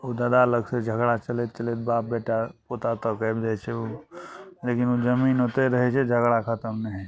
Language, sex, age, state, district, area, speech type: Maithili, male, 45-60, Bihar, Araria, rural, spontaneous